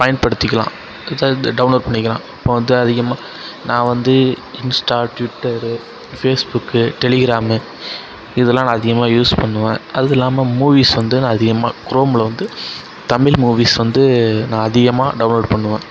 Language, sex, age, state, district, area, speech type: Tamil, male, 18-30, Tamil Nadu, Mayiladuthurai, rural, spontaneous